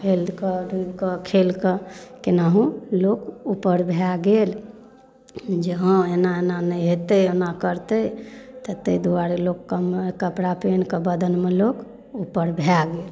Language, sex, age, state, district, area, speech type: Maithili, female, 45-60, Bihar, Darbhanga, urban, spontaneous